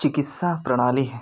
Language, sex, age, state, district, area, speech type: Hindi, male, 30-45, Uttar Pradesh, Jaunpur, rural, spontaneous